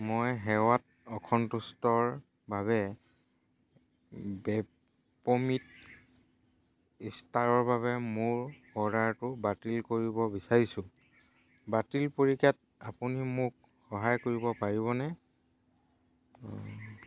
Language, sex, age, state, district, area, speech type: Assamese, male, 45-60, Assam, Dhemaji, rural, read